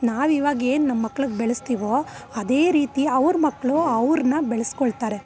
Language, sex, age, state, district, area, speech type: Kannada, female, 30-45, Karnataka, Bangalore Urban, urban, spontaneous